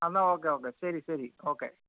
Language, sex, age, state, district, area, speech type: Malayalam, male, 45-60, Kerala, Kottayam, rural, conversation